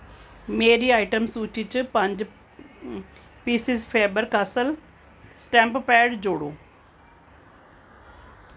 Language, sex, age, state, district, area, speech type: Dogri, female, 45-60, Jammu and Kashmir, Jammu, urban, read